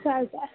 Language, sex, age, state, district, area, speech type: Marathi, female, 18-30, Maharashtra, Kolhapur, rural, conversation